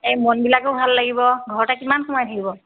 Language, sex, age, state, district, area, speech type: Assamese, female, 60+, Assam, Golaghat, urban, conversation